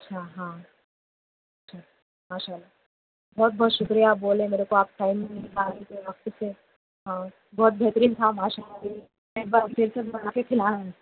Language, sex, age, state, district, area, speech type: Urdu, female, 18-30, Telangana, Hyderabad, urban, conversation